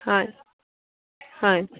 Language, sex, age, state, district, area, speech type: Assamese, female, 45-60, Assam, Barpeta, urban, conversation